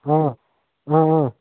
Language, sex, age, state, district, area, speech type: Kashmiri, male, 30-45, Jammu and Kashmir, Budgam, rural, conversation